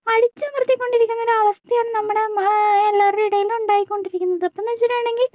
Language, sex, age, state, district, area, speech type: Malayalam, female, 45-60, Kerala, Kozhikode, urban, spontaneous